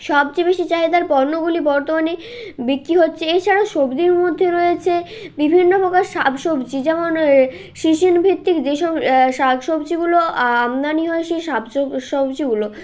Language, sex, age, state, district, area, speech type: Bengali, male, 18-30, West Bengal, Jalpaiguri, rural, spontaneous